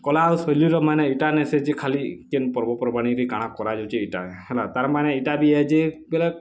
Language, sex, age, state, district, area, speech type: Odia, male, 18-30, Odisha, Bargarh, rural, spontaneous